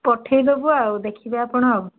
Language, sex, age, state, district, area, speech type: Odia, female, 60+, Odisha, Jharsuguda, rural, conversation